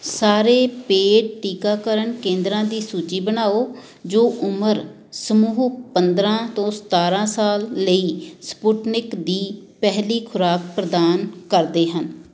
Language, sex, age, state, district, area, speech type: Punjabi, female, 30-45, Punjab, Amritsar, urban, read